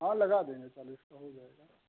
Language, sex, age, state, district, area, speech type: Hindi, male, 30-45, Uttar Pradesh, Chandauli, rural, conversation